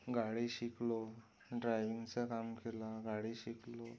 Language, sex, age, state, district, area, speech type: Marathi, male, 18-30, Maharashtra, Amravati, urban, spontaneous